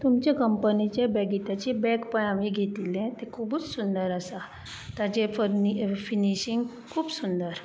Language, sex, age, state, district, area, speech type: Goan Konkani, female, 45-60, Goa, Bardez, urban, spontaneous